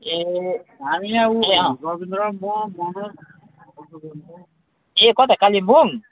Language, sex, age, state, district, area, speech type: Nepali, male, 30-45, West Bengal, Kalimpong, rural, conversation